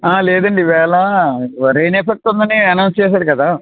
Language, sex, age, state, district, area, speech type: Telugu, male, 45-60, Andhra Pradesh, West Godavari, rural, conversation